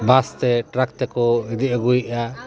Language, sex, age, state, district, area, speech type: Santali, male, 45-60, West Bengal, Paschim Bardhaman, urban, spontaneous